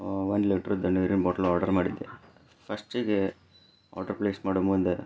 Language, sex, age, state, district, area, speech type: Kannada, male, 30-45, Karnataka, Chikkaballapur, urban, spontaneous